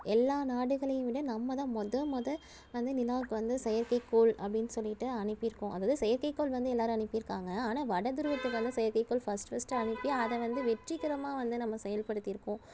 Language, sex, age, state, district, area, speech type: Tamil, female, 30-45, Tamil Nadu, Nagapattinam, rural, spontaneous